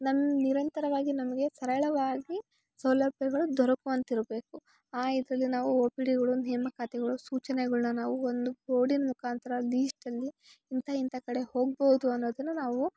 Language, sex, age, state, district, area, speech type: Kannada, female, 18-30, Karnataka, Chikkamagaluru, urban, spontaneous